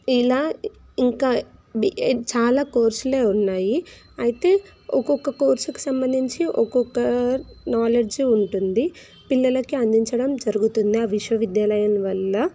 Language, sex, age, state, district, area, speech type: Telugu, female, 18-30, Telangana, Hyderabad, urban, spontaneous